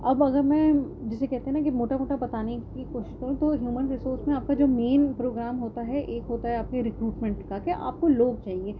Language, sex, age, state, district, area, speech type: Urdu, female, 30-45, Delhi, North East Delhi, urban, spontaneous